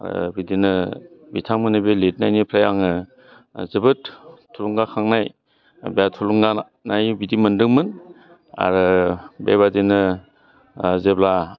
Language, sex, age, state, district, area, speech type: Bodo, male, 60+, Assam, Udalguri, urban, spontaneous